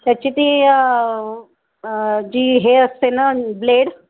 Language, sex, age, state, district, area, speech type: Marathi, female, 45-60, Maharashtra, Nagpur, urban, conversation